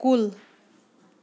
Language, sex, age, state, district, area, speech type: Kashmiri, female, 45-60, Jammu and Kashmir, Shopian, urban, read